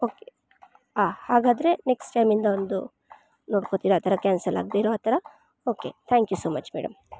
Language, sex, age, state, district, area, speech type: Kannada, female, 18-30, Karnataka, Chikkamagaluru, rural, spontaneous